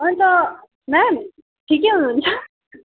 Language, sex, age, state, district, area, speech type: Nepali, female, 18-30, West Bengal, Darjeeling, rural, conversation